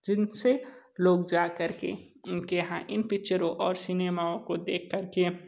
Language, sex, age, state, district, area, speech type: Hindi, male, 30-45, Uttar Pradesh, Sonbhadra, rural, spontaneous